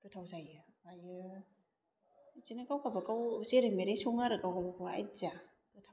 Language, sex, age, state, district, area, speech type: Bodo, female, 30-45, Assam, Chirang, urban, spontaneous